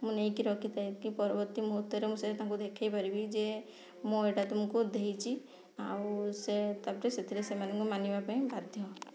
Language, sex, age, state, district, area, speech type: Odia, female, 30-45, Odisha, Mayurbhanj, rural, spontaneous